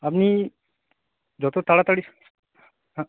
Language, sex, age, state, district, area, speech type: Bengali, male, 45-60, West Bengal, North 24 Parganas, urban, conversation